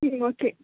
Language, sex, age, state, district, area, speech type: Tamil, female, 18-30, Tamil Nadu, Mayiladuthurai, urban, conversation